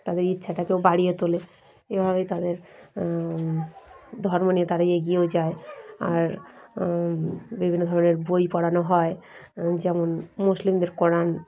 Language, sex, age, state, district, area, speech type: Bengali, female, 45-60, West Bengal, Dakshin Dinajpur, urban, spontaneous